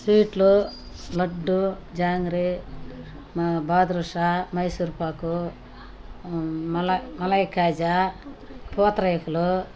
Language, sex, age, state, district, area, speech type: Telugu, female, 60+, Andhra Pradesh, Nellore, rural, spontaneous